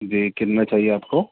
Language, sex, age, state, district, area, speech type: Urdu, male, 30-45, Delhi, East Delhi, urban, conversation